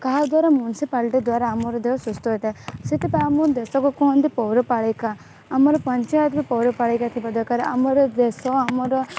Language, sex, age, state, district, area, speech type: Odia, female, 18-30, Odisha, Rayagada, rural, spontaneous